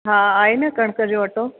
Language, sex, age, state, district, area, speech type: Sindhi, female, 30-45, Maharashtra, Thane, urban, conversation